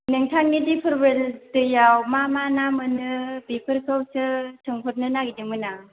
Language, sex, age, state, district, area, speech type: Bodo, female, 18-30, Assam, Chirang, rural, conversation